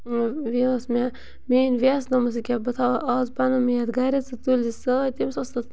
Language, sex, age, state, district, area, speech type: Kashmiri, female, 18-30, Jammu and Kashmir, Bandipora, rural, spontaneous